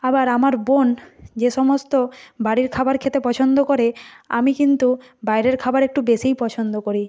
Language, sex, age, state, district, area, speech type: Bengali, female, 45-60, West Bengal, Purba Medinipur, rural, spontaneous